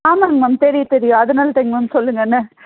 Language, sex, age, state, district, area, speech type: Tamil, female, 30-45, Tamil Nadu, Nilgiris, urban, conversation